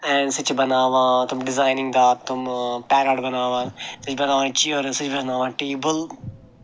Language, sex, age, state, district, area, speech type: Kashmiri, male, 45-60, Jammu and Kashmir, Ganderbal, urban, spontaneous